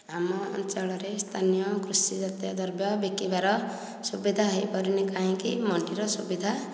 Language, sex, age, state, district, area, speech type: Odia, female, 30-45, Odisha, Nayagarh, rural, spontaneous